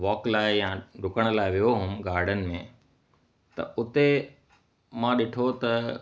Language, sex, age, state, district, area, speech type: Sindhi, male, 45-60, Gujarat, Kutch, rural, spontaneous